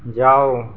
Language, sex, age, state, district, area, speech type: Hindi, male, 18-30, Madhya Pradesh, Seoni, urban, read